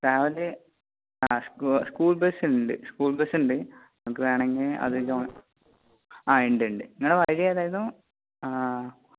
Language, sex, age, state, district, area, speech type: Malayalam, male, 18-30, Kerala, Palakkad, rural, conversation